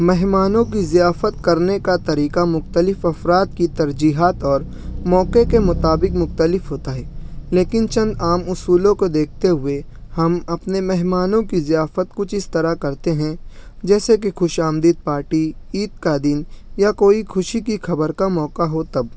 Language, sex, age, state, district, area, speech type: Urdu, male, 60+, Maharashtra, Nashik, rural, spontaneous